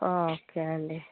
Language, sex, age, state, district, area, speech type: Telugu, female, 60+, Andhra Pradesh, Kakinada, rural, conversation